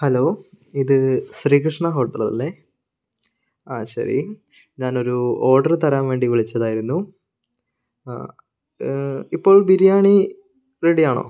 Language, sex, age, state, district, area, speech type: Malayalam, male, 18-30, Kerala, Kannur, urban, spontaneous